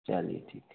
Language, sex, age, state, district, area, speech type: Hindi, male, 45-60, Madhya Pradesh, Hoshangabad, rural, conversation